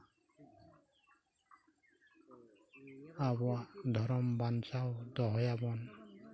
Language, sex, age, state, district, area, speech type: Santali, male, 30-45, West Bengal, Purulia, rural, spontaneous